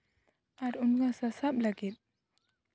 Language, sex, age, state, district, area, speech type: Santali, female, 18-30, Jharkhand, Seraikela Kharsawan, rural, spontaneous